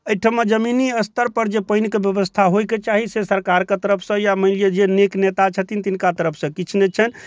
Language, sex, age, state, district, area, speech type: Maithili, male, 45-60, Bihar, Darbhanga, rural, spontaneous